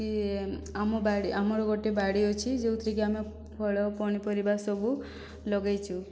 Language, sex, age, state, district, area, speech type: Odia, female, 18-30, Odisha, Boudh, rural, spontaneous